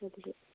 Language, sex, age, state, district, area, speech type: Kashmiri, female, 18-30, Jammu and Kashmir, Bandipora, rural, conversation